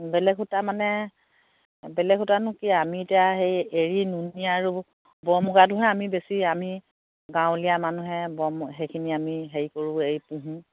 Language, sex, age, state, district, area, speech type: Assamese, female, 45-60, Assam, Dhemaji, urban, conversation